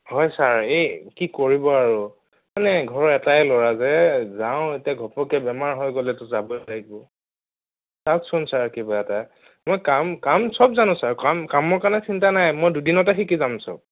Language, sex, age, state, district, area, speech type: Assamese, male, 30-45, Assam, Nagaon, rural, conversation